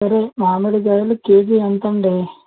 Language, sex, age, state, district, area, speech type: Telugu, male, 60+, Andhra Pradesh, Konaseema, rural, conversation